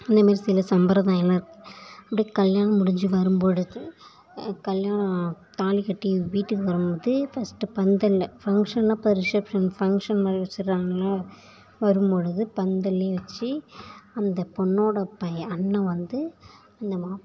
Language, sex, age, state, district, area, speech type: Tamil, female, 18-30, Tamil Nadu, Thanjavur, rural, spontaneous